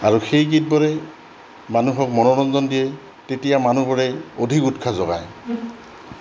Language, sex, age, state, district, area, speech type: Assamese, male, 60+, Assam, Goalpara, urban, spontaneous